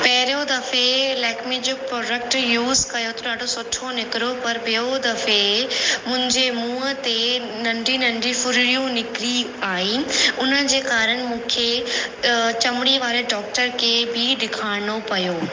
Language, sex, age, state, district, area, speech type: Sindhi, female, 18-30, Rajasthan, Ajmer, urban, spontaneous